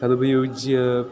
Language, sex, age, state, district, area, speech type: Sanskrit, male, 18-30, Kerala, Ernakulam, rural, spontaneous